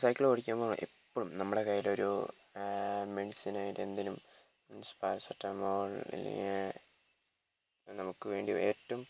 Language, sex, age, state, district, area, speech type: Malayalam, male, 18-30, Kerala, Wayanad, rural, spontaneous